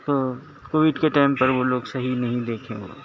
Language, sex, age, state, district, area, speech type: Urdu, male, 60+, Telangana, Hyderabad, urban, spontaneous